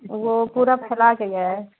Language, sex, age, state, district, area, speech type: Hindi, female, 30-45, Madhya Pradesh, Katni, urban, conversation